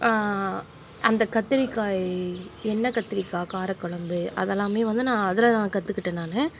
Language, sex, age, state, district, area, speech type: Tamil, female, 30-45, Tamil Nadu, Nagapattinam, rural, spontaneous